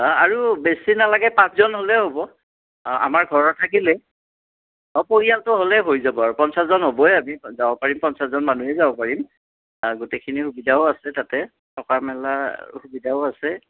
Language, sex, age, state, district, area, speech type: Assamese, male, 60+, Assam, Udalguri, rural, conversation